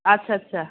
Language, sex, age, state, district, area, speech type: Bengali, female, 30-45, West Bengal, Kolkata, urban, conversation